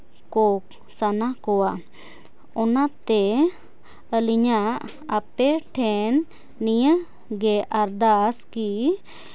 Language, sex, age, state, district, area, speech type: Santali, female, 18-30, Jharkhand, Seraikela Kharsawan, rural, spontaneous